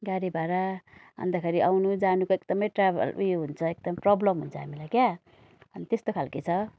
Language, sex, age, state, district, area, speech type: Nepali, female, 45-60, West Bengal, Darjeeling, rural, spontaneous